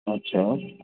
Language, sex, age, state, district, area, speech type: Hindi, male, 30-45, Madhya Pradesh, Katni, urban, conversation